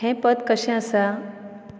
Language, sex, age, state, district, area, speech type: Goan Konkani, female, 30-45, Goa, Ponda, rural, read